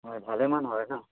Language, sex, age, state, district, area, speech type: Assamese, male, 18-30, Assam, Sivasagar, rural, conversation